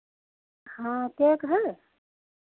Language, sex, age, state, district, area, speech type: Hindi, female, 60+, Uttar Pradesh, Sitapur, rural, conversation